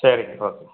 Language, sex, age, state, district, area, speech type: Tamil, male, 60+, Tamil Nadu, Erode, rural, conversation